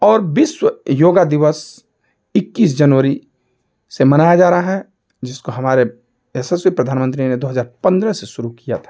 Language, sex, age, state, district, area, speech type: Hindi, male, 45-60, Uttar Pradesh, Ghazipur, rural, spontaneous